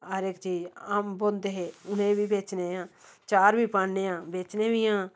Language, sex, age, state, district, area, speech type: Dogri, female, 45-60, Jammu and Kashmir, Samba, rural, spontaneous